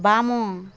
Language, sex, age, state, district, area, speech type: Odia, female, 30-45, Odisha, Bargarh, urban, read